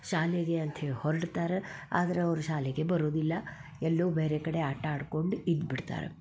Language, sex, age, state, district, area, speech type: Kannada, female, 60+, Karnataka, Dharwad, rural, spontaneous